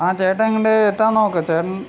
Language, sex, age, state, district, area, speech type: Malayalam, male, 18-30, Kerala, Palakkad, rural, spontaneous